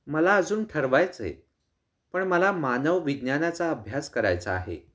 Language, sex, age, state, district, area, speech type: Marathi, male, 18-30, Maharashtra, Kolhapur, urban, read